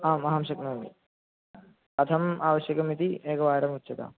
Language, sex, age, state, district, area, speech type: Sanskrit, male, 18-30, Kerala, Thrissur, rural, conversation